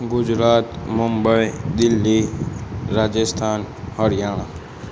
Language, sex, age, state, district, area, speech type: Gujarati, male, 18-30, Gujarat, Aravalli, urban, spontaneous